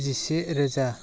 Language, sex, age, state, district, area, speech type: Bodo, male, 30-45, Assam, Chirang, urban, spontaneous